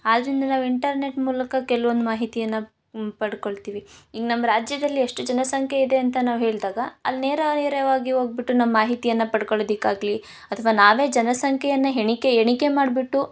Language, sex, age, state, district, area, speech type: Kannada, female, 18-30, Karnataka, Chikkamagaluru, rural, spontaneous